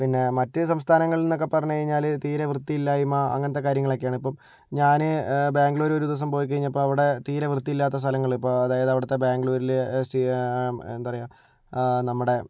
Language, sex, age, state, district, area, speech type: Malayalam, male, 60+, Kerala, Kozhikode, urban, spontaneous